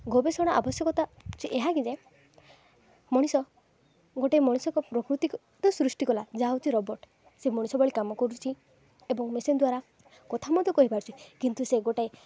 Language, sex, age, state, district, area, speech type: Odia, female, 18-30, Odisha, Nabarangpur, urban, spontaneous